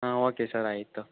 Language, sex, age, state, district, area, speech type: Kannada, male, 18-30, Karnataka, Mandya, rural, conversation